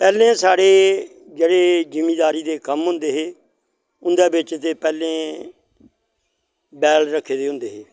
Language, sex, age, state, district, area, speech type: Dogri, male, 60+, Jammu and Kashmir, Samba, rural, spontaneous